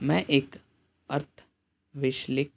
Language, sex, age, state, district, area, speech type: Punjabi, male, 18-30, Punjab, Hoshiarpur, urban, spontaneous